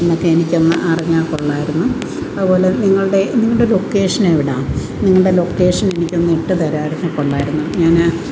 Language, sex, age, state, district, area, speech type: Malayalam, female, 45-60, Kerala, Alappuzha, rural, spontaneous